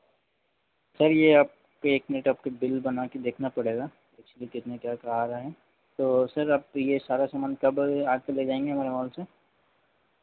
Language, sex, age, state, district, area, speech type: Hindi, male, 30-45, Madhya Pradesh, Harda, urban, conversation